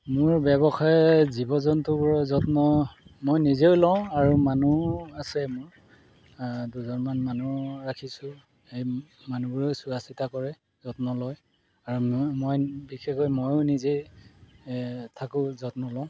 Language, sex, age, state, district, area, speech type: Assamese, male, 45-60, Assam, Golaghat, urban, spontaneous